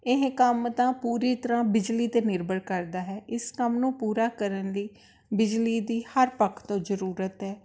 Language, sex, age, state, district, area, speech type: Punjabi, female, 30-45, Punjab, Tarn Taran, urban, spontaneous